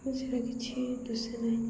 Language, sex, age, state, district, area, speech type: Odia, female, 18-30, Odisha, Koraput, urban, spontaneous